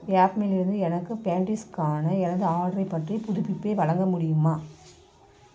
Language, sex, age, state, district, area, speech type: Tamil, female, 60+, Tamil Nadu, Krishnagiri, rural, read